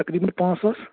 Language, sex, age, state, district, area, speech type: Kashmiri, male, 30-45, Jammu and Kashmir, Bandipora, rural, conversation